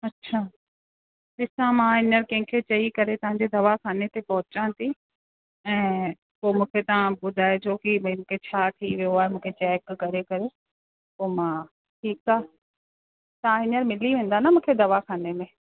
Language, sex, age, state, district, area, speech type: Sindhi, female, 30-45, Rajasthan, Ajmer, urban, conversation